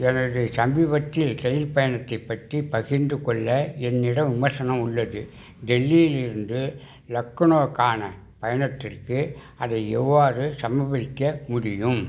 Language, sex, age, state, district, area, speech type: Tamil, male, 60+, Tamil Nadu, Tiruvarur, rural, read